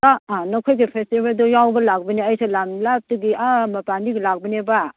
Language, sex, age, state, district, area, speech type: Manipuri, female, 60+, Manipur, Churachandpur, rural, conversation